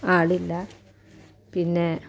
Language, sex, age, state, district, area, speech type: Malayalam, female, 45-60, Kerala, Malappuram, rural, spontaneous